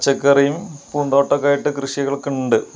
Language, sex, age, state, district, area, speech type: Malayalam, male, 30-45, Kerala, Malappuram, rural, spontaneous